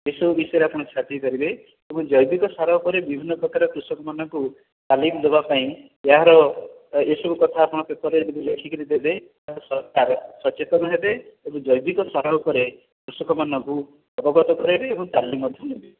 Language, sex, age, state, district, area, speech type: Odia, male, 60+, Odisha, Khordha, rural, conversation